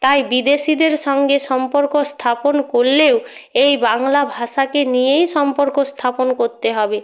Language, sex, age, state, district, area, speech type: Bengali, female, 18-30, West Bengal, Purba Medinipur, rural, spontaneous